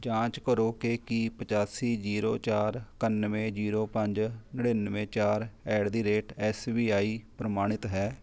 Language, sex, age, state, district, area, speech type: Punjabi, male, 30-45, Punjab, Rupnagar, rural, read